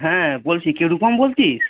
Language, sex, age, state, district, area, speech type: Bengali, male, 30-45, West Bengal, Howrah, urban, conversation